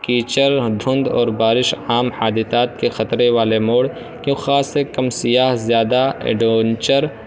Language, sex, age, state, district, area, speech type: Urdu, male, 18-30, Uttar Pradesh, Balrampur, rural, spontaneous